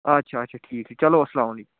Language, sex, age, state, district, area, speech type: Kashmiri, male, 18-30, Jammu and Kashmir, Kupwara, rural, conversation